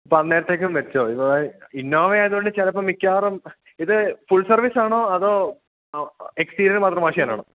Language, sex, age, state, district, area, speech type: Malayalam, male, 18-30, Kerala, Idukki, rural, conversation